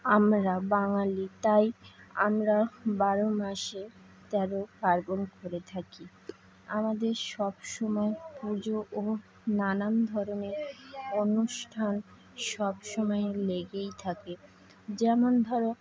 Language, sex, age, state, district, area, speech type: Bengali, female, 18-30, West Bengal, Howrah, urban, spontaneous